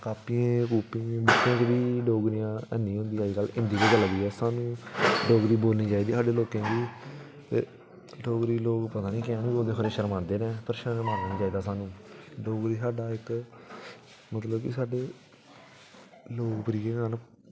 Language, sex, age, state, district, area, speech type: Dogri, male, 18-30, Jammu and Kashmir, Samba, rural, spontaneous